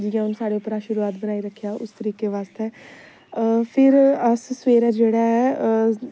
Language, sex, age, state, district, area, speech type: Dogri, female, 18-30, Jammu and Kashmir, Samba, rural, spontaneous